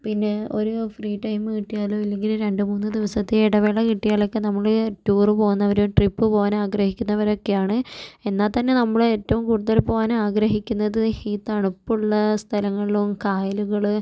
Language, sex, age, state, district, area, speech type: Malayalam, female, 45-60, Kerala, Kozhikode, urban, spontaneous